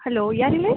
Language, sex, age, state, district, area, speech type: Kannada, female, 18-30, Karnataka, Kodagu, rural, conversation